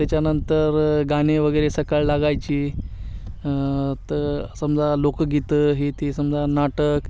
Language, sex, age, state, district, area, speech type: Marathi, male, 18-30, Maharashtra, Hingoli, urban, spontaneous